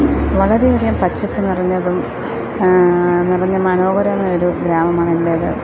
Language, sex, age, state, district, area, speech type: Malayalam, female, 45-60, Kerala, Thiruvananthapuram, rural, spontaneous